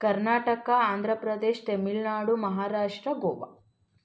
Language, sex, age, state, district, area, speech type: Kannada, female, 18-30, Karnataka, Tumkur, rural, spontaneous